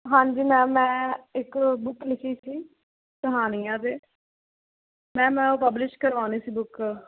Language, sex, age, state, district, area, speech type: Punjabi, female, 18-30, Punjab, Fazilka, rural, conversation